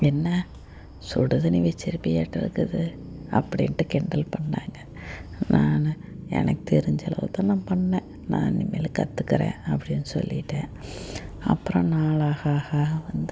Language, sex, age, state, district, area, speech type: Tamil, female, 45-60, Tamil Nadu, Tiruppur, rural, spontaneous